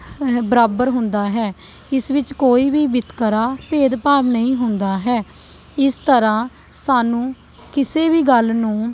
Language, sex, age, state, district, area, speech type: Punjabi, female, 18-30, Punjab, Shaheed Bhagat Singh Nagar, urban, spontaneous